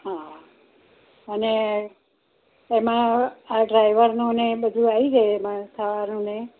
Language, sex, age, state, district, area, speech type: Gujarati, female, 60+, Gujarat, Kheda, rural, conversation